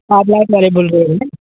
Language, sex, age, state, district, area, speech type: Urdu, male, 18-30, Uttar Pradesh, Balrampur, rural, conversation